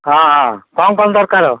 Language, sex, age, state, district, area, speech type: Odia, male, 60+, Odisha, Gajapati, rural, conversation